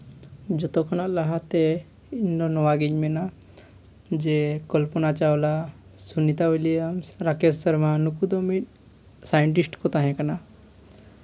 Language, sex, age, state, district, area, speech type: Santali, male, 30-45, Jharkhand, East Singhbhum, rural, spontaneous